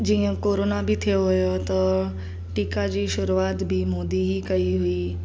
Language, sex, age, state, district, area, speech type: Sindhi, female, 18-30, Maharashtra, Mumbai Suburban, urban, spontaneous